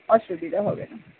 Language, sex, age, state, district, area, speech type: Bengali, female, 60+, West Bengal, Purba Bardhaman, rural, conversation